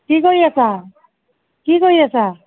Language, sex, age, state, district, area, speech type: Assamese, female, 45-60, Assam, Morigaon, rural, conversation